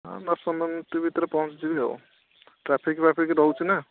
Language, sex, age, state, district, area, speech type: Odia, male, 30-45, Odisha, Puri, urban, conversation